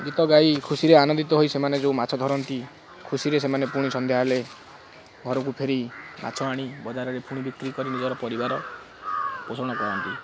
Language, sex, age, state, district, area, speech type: Odia, male, 18-30, Odisha, Kendrapara, urban, spontaneous